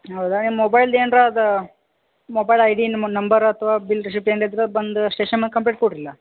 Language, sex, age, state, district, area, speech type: Kannada, male, 30-45, Karnataka, Belgaum, urban, conversation